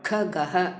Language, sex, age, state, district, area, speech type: Sanskrit, female, 45-60, Tamil Nadu, Coimbatore, urban, read